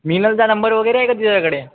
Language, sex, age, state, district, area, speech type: Marathi, male, 18-30, Maharashtra, Wardha, urban, conversation